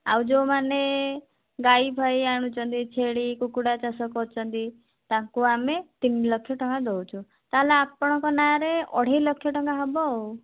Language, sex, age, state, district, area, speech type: Odia, female, 30-45, Odisha, Boudh, rural, conversation